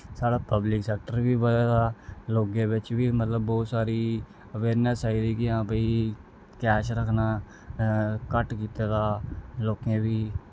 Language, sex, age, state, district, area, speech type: Dogri, male, 18-30, Jammu and Kashmir, Reasi, rural, spontaneous